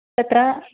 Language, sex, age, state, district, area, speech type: Sanskrit, female, 18-30, Kerala, Thrissur, rural, conversation